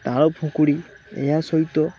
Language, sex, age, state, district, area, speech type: Odia, male, 18-30, Odisha, Balasore, rural, spontaneous